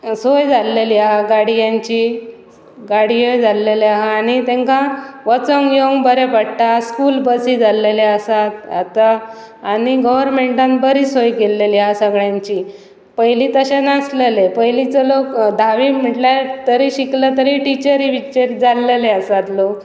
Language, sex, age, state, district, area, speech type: Goan Konkani, female, 30-45, Goa, Pernem, rural, spontaneous